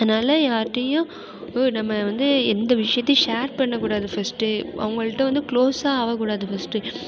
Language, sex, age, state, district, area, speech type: Tamil, female, 18-30, Tamil Nadu, Mayiladuthurai, urban, spontaneous